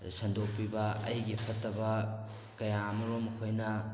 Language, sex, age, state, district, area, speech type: Manipuri, male, 18-30, Manipur, Thoubal, rural, spontaneous